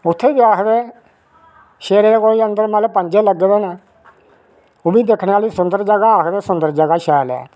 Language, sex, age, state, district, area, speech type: Dogri, male, 60+, Jammu and Kashmir, Reasi, rural, spontaneous